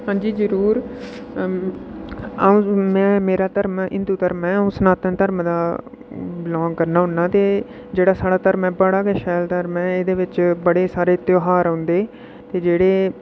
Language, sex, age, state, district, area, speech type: Dogri, male, 18-30, Jammu and Kashmir, Udhampur, rural, spontaneous